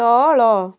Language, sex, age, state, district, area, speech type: Odia, female, 30-45, Odisha, Balasore, rural, read